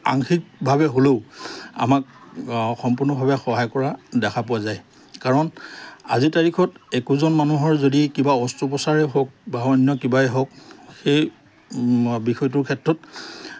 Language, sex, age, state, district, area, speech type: Assamese, male, 45-60, Assam, Lakhimpur, rural, spontaneous